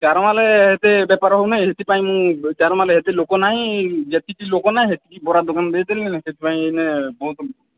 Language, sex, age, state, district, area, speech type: Odia, male, 18-30, Odisha, Sambalpur, rural, conversation